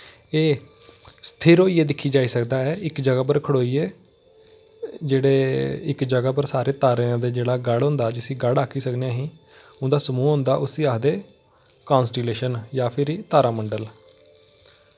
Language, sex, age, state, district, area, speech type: Dogri, male, 18-30, Jammu and Kashmir, Kathua, rural, spontaneous